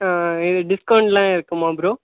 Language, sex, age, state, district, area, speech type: Tamil, male, 18-30, Tamil Nadu, Kallakurichi, rural, conversation